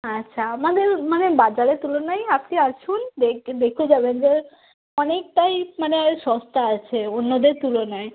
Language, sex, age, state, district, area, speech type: Bengali, female, 30-45, West Bengal, Cooch Behar, rural, conversation